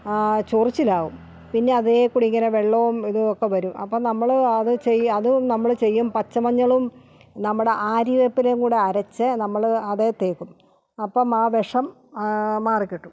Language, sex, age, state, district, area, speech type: Malayalam, female, 45-60, Kerala, Alappuzha, rural, spontaneous